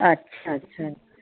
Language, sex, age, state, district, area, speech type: Sindhi, female, 45-60, Uttar Pradesh, Lucknow, urban, conversation